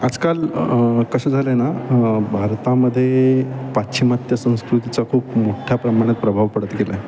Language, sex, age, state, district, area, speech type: Marathi, male, 30-45, Maharashtra, Mumbai Suburban, urban, spontaneous